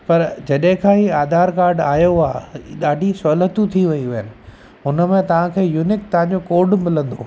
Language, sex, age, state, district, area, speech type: Sindhi, male, 30-45, Gujarat, Kutch, rural, spontaneous